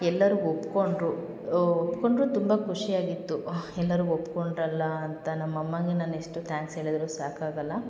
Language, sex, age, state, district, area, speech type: Kannada, female, 18-30, Karnataka, Hassan, rural, spontaneous